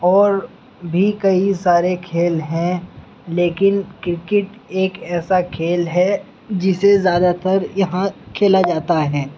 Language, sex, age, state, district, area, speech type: Urdu, male, 18-30, Uttar Pradesh, Muzaffarnagar, rural, spontaneous